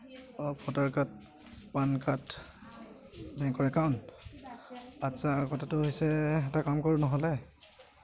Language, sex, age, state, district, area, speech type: Assamese, male, 30-45, Assam, Goalpara, urban, spontaneous